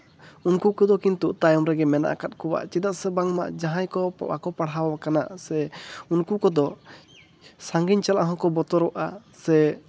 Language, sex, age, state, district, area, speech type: Santali, male, 18-30, West Bengal, Jhargram, rural, spontaneous